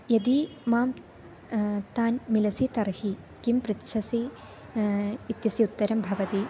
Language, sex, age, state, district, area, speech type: Sanskrit, female, 18-30, Kerala, Palakkad, rural, spontaneous